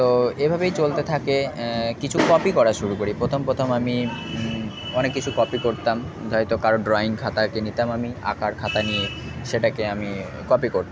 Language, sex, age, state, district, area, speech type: Bengali, male, 45-60, West Bengal, Purba Bardhaman, urban, spontaneous